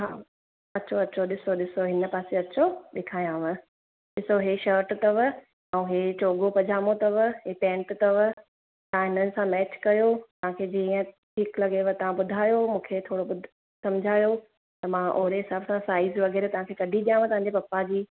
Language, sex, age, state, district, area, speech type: Sindhi, female, 30-45, Gujarat, Surat, urban, conversation